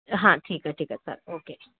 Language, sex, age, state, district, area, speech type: Marathi, female, 60+, Maharashtra, Yavatmal, rural, conversation